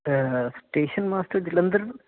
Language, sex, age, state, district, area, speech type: Punjabi, male, 45-60, Punjab, Jalandhar, urban, conversation